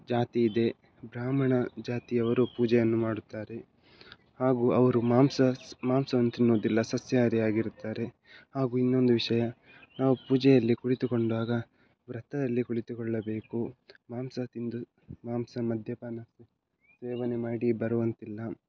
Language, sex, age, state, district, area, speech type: Kannada, male, 18-30, Karnataka, Dakshina Kannada, urban, spontaneous